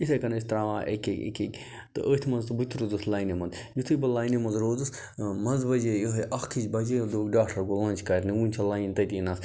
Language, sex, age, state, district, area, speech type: Kashmiri, male, 30-45, Jammu and Kashmir, Budgam, rural, spontaneous